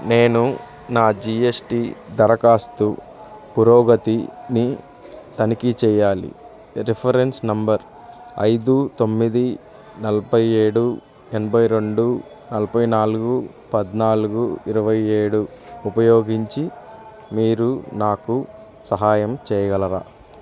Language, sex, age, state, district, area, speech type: Telugu, male, 30-45, Andhra Pradesh, Bapatla, urban, read